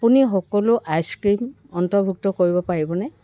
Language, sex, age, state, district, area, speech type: Assamese, female, 60+, Assam, Dibrugarh, rural, read